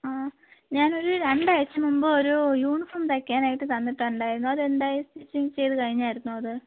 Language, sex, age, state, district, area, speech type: Malayalam, female, 30-45, Kerala, Thiruvananthapuram, rural, conversation